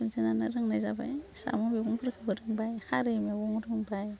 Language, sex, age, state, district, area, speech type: Bodo, female, 45-60, Assam, Udalguri, rural, spontaneous